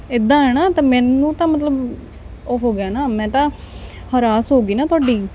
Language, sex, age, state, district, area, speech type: Punjabi, female, 18-30, Punjab, Muktsar, urban, spontaneous